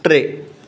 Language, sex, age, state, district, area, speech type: Sindhi, male, 18-30, Maharashtra, Mumbai Suburban, urban, read